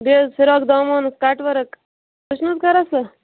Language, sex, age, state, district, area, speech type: Kashmiri, female, 30-45, Jammu and Kashmir, Bandipora, rural, conversation